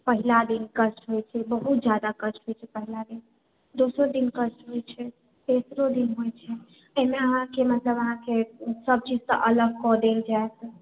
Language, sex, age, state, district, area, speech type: Maithili, female, 18-30, Bihar, Sitamarhi, urban, conversation